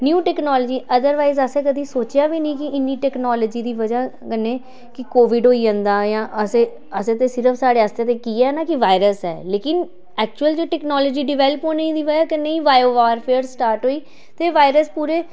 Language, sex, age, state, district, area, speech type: Dogri, female, 45-60, Jammu and Kashmir, Jammu, urban, spontaneous